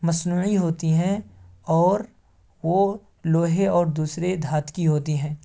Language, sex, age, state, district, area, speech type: Urdu, male, 18-30, Uttar Pradesh, Ghaziabad, urban, spontaneous